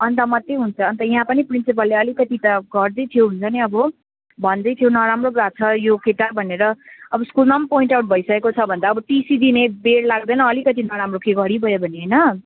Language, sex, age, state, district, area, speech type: Nepali, female, 18-30, West Bengal, Kalimpong, rural, conversation